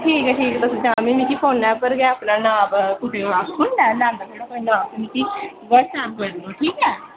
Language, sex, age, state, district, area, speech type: Dogri, female, 18-30, Jammu and Kashmir, Udhampur, rural, conversation